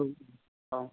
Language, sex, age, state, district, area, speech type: Bodo, male, 30-45, Assam, Kokrajhar, rural, conversation